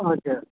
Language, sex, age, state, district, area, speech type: Nepali, female, 60+, West Bengal, Jalpaiguri, urban, conversation